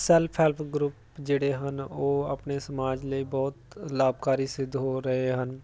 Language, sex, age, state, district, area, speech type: Punjabi, male, 30-45, Punjab, Jalandhar, urban, spontaneous